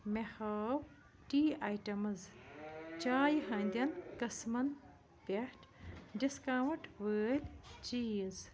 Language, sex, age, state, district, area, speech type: Kashmiri, female, 45-60, Jammu and Kashmir, Bandipora, rural, read